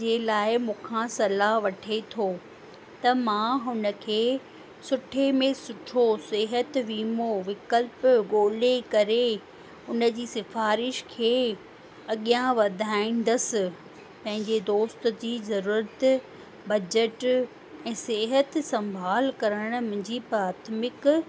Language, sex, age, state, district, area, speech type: Sindhi, female, 45-60, Rajasthan, Ajmer, urban, spontaneous